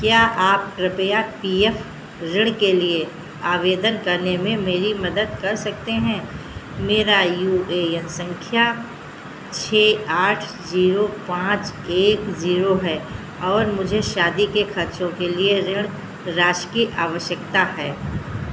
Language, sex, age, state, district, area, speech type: Hindi, female, 60+, Uttar Pradesh, Sitapur, rural, read